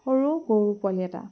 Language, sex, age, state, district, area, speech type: Assamese, female, 30-45, Assam, Sivasagar, rural, spontaneous